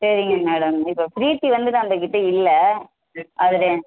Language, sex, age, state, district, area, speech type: Tamil, female, 18-30, Tamil Nadu, Tenkasi, urban, conversation